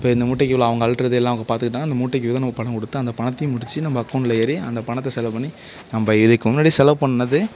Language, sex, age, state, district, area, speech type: Tamil, male, 18-30, Tamil Nadu, Mayiladuthurai, urban, spontaneous